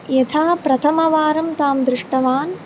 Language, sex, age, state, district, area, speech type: Sanskrit, female, 18-30, Tamil Nadu, Kanchipuram, urban, spontaneous